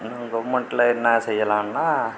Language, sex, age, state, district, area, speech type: Tamil, male, 45-60, Tamil Nadu, Mayiladuthurai, rural, spontaneous